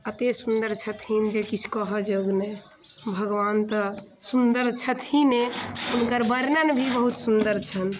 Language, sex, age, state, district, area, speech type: Maithili, female, 30-45, Bihar, Muzaffarpur, urban, spontaneous